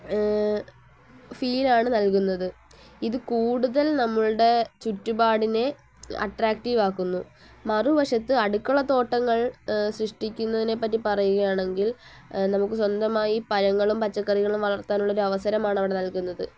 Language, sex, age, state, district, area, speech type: Malayalam, female, 18-30, Kerala, Palakkad, rural, spontaneous